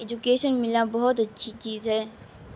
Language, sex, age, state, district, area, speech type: Urdu, female, 18-30, Bihar, Madhubani, rural, spontaneous